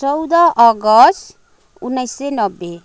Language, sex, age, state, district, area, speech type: Nepali, female, 30-45, West Bengal, Kalimpong, rural, spontaneous